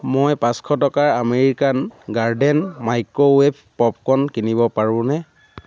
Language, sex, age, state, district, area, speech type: Assamese, male, 30-45, Assam, Dhemaji, rural, read